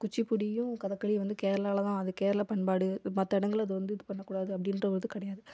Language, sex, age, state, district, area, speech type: Tamil, female, 18-30, Tamil Nadu, Sivaganga, rural, spontaneous